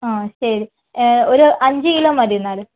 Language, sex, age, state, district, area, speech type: Malayalam, female, 30-45, Kerala, Palakkad, rural, conversation